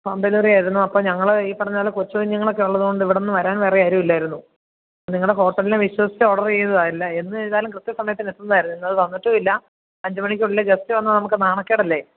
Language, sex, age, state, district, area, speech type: Malayalam, female, 30-45, Kerala, Idukki, rural, conversation